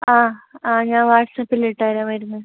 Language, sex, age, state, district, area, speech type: Malayalam, female, 18-30, Kerala, Wayanad, rural, conversation